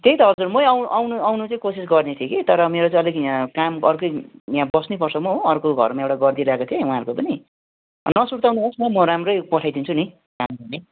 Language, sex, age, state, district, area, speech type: Nepali, male, 18-30, West Bengal, Darjeeling, rural, conversation